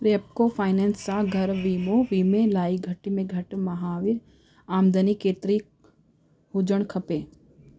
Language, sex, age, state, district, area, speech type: Sindhi, female, 30-45, Delhi, South Delhi, urban, read